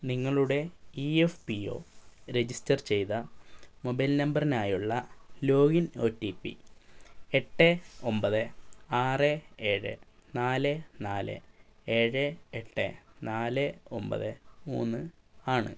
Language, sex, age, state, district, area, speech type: Malayalam, female, 18-30, Kerala, Wayanad, rural, read